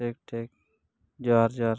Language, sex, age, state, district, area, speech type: Santali, male, 18-30, Jharkhand, East Singhbhum, rural, spontaneous